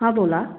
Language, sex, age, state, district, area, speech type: Marathi, female, 45-60, Maharashtra, Wardha, urban, conversation